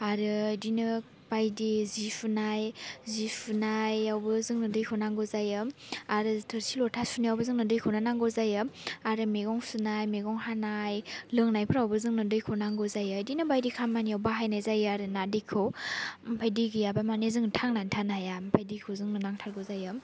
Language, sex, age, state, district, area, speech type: Bodo, female, 18-30, Assam, Baksa, rural, spontaneous